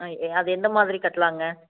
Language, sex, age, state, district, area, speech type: Tamil, female, 30-45, Tamil Nadu, Coimbatore, rural, conversation